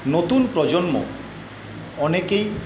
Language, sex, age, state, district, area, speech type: Bengali, male, 60+, West Bengal, Paschim Medinipur, rural, spontaneous